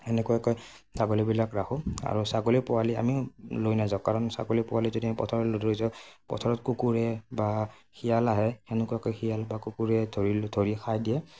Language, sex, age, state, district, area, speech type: Assamese, male, 18-30, Assam, Morigaon, rural, spontaneous